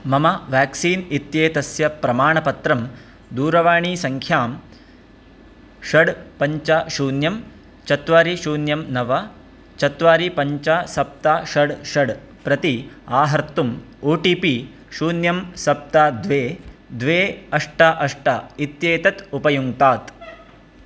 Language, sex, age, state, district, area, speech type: Sanskrit, male, 30-45, Karnataka, Dakshina Kannada, rural, read